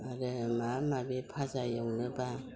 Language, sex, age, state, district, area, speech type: Bodo, female, 60+, Assam, Udalguri, rural, spontaneous